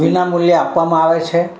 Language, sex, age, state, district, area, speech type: Gujarati, male, 60+, Gujarat, Valsad, urban, spontaneous